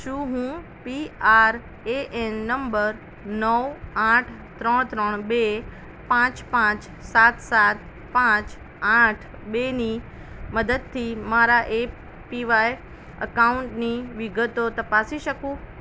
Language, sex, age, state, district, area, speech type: Gujarati, female, 30-45, Gujarat, Ahmedabad, urban, read